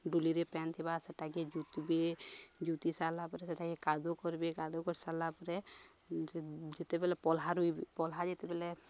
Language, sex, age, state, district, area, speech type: Odia, female, 30-45, Odisha, Balangir, urban, spontaneous